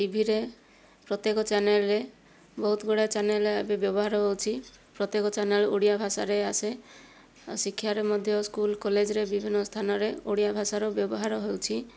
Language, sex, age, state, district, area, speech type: Odia, female, 60+, Odisha, Kandhamal, rural, spontaneous